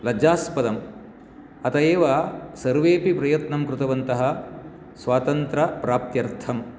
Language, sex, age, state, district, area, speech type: Sanskrit, male, 60+, Karnataka, Shimoga, urban, spontaneous